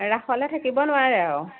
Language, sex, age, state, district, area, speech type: Assamese, female, 30-45, Assam, Majuli, urban, conversation